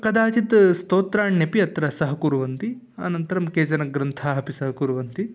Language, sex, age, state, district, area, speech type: Sanskrit, male, 18-30, Karnataka, Uttara Kannada, rural, spontaneous